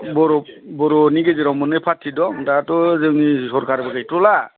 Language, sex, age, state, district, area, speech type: Bodo, male, 60+, Assam, Kokrajhar, urban, conversation